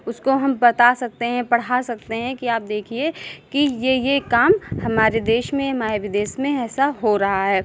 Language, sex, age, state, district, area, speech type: Hindi, female, 30-45, Uttar Pradesh, Lucknow, rural, spontaneous